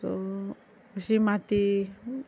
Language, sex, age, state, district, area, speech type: Goan Konkani, female, 45-60, Goa, Ponda, rural, spontaneous